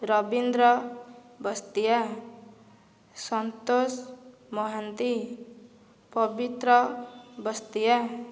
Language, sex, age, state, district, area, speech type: Odia, female, 18-30, Odisha, Nayagarh, rural, spontaneous